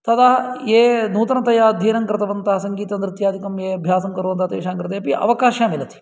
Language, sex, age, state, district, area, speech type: Sanskrit, male, 45-60, Karnataka, Uttara Kannada, rural, spontaneous